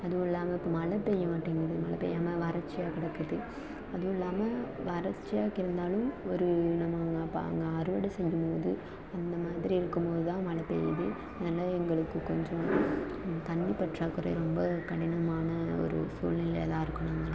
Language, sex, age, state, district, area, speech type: Tamil, female, 18-30, Tamil Nadu, Thanjavur, rural, spontaneous